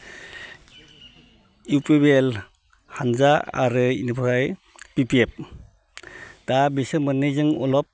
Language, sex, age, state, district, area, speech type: Bodo, male, 45-60, Assam, Baksa, urban, spontaneous